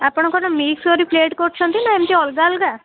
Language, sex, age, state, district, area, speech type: Odia, female, 18-30, Odisha, Puri, urban, conversation